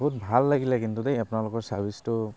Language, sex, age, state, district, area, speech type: Assamese, male, 30-45, Assam, Charaideo, urban, spontaneous